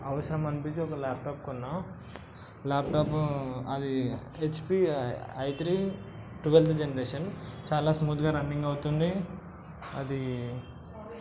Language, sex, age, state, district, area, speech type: Telugu, male, 18-30, Telangana, Hyderabad, urban, spontaneous